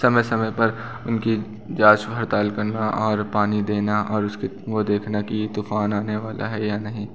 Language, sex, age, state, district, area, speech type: Hindi, male, 18-30, Uttar Pradesh, Bhadohi, urban, spontaneous